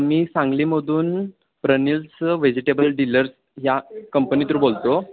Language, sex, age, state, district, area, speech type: Marathi, male, 18-30, Maharashtra, Sangli, rural, conversation